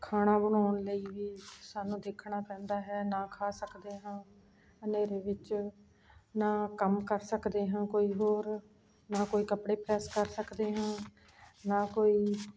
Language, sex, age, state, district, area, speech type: Punjabi, female, 45-60, Punjab, Ludhiana, urban, spontaneous